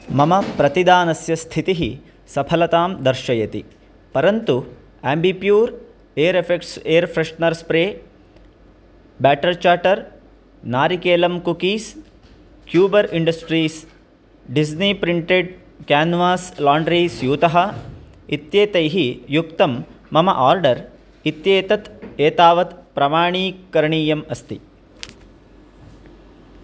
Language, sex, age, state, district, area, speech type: Sanskrit, male, 30-45, Karnataka, Dakshina Kannada, rural, read